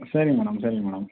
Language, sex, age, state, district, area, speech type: Tamil, male, 30-45, Tamil Nadu, Tiruvarur, rural, conversation